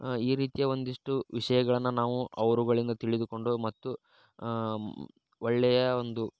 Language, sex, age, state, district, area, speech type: Kannada, male, 30-45, Karnataka, Tumkur, urban, spontaneous